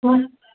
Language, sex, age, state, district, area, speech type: Kashmiri, female, 30-45, Jammu and Kashmir, Ganderbal, rural, conversation